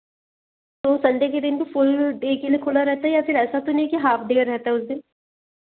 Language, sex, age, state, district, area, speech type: Hindi, female, 18-30, Madhya Pradesh, Betul, urban, conversation